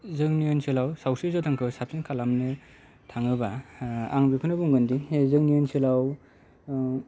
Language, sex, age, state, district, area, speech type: Bodo, male, 30-45, Assam, Kokrajhar, rural, spontaneous